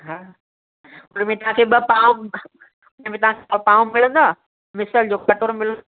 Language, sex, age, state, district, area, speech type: Sindhi, female, 45-60, Maharashtra, Thane, urban, conversation